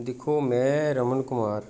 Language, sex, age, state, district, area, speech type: Dogri, male, 30-45, Jammu and Kashmir, Jammu, rural, spontaneous